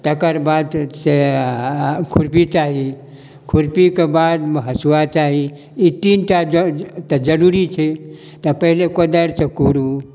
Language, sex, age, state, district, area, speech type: Maithili, male, 60+, Bihar, Darbhanga, rural, spontaneous